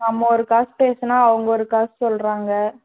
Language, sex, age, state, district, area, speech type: Tamil, female, 18-30, Tamil Nadu, Salem, rural, conversation